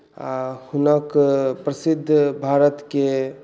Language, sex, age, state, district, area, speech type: Maithili, male, 18-30, Bihar, Saharsa, urban, spontaneous